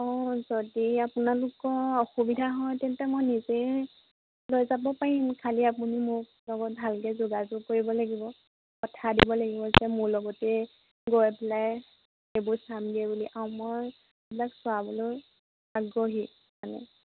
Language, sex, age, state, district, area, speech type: Assamese, female, 18-30, Assam, Majuli, urban, conversation